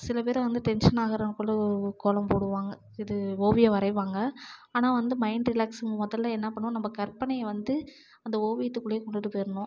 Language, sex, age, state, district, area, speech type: Tamil, female, 18-30, Tamil Nadu, Namakkal, urban, spontaneous